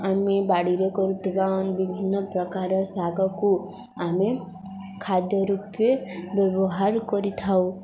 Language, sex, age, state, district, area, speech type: Odia, female, 18-30, Odisha, Subarnapur, rural, spontaneous